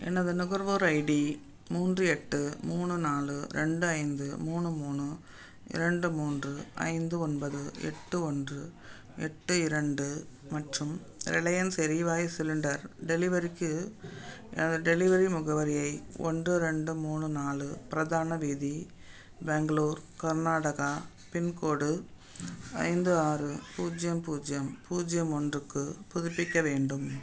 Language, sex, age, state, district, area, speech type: Tamil, female, 60+, Tamil Nadu, Thanjavur, urban, read